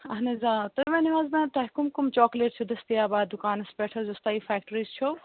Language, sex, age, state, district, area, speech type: Kashmiri, female, 18-30, Jammu and Kashmir, Bandipora, rural, conversation